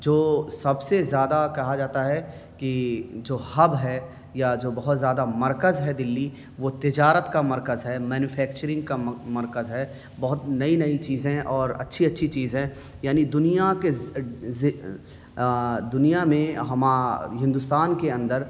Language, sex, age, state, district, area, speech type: Urdu, male, 30-45, Delhi, North East Delhi, urban, spontaneous